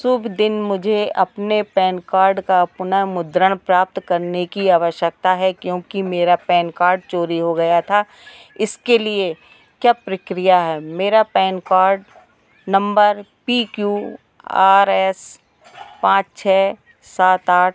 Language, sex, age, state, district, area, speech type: Hindi, female, 45-60, Madhya Pradesh, Narsinghpur, rural, read